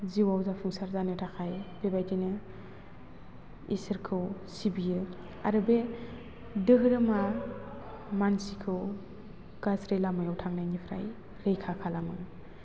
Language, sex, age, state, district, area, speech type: Bodo, female, 18-30, Assam, Baksa, rural, spontaneous